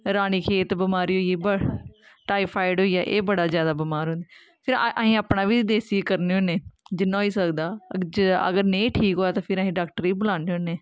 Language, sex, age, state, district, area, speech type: Dogri, female, 18-30, Jammu and Kashmir, Kathua, rural, spontaneous